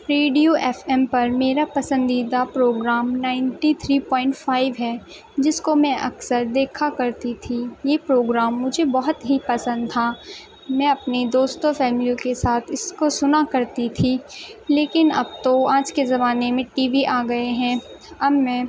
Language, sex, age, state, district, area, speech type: Urdu, female, 18-30, Delhi, Central Delhi, urban, spontaneous